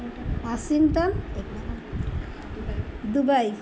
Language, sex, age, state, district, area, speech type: Odia, female, 45-60, Odisha, Jagatsinghpur, rural, spontaneous